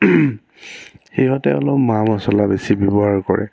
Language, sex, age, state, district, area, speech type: Assamese, male, 18-30, Assam, Charaideo, urban, spontaneous